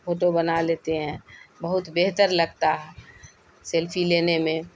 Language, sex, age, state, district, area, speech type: Urdu, female, 60+, Bihar, Khagaria, rural, spontaneous